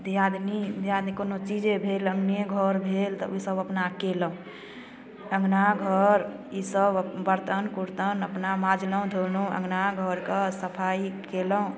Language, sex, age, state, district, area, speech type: Maithili, female, 30-45, Bihar, Darbhanga, rural, spontaneous